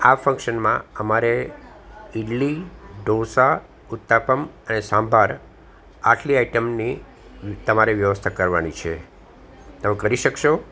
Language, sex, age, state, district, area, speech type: Gujarati, male, 60+, Gujarat, Anand, urban, spontaneous